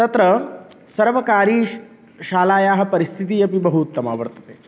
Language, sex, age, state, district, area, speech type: Sanskrit, male, 18-30, Uttar Pradesh, Lucknow, urban, spontaneous